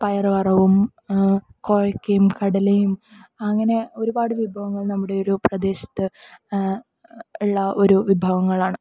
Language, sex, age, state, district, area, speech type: Malayalam, female, 18-30, Kerala, Kasaragod, rural, spontaneous